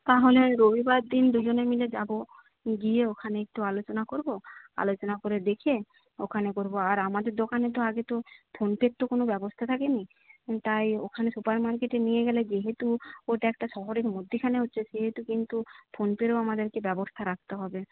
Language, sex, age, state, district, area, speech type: Bengali, female, 45-60, West Bengal, Jhargram, rural, conversation